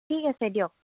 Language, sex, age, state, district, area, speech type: Assamese, female, 18-30, Assam, Dibrugarh, rural, conversation